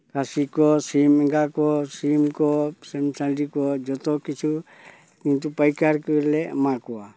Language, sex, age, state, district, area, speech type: Santali, male, 60+, West Bengal, Purulia, rural, spontaneous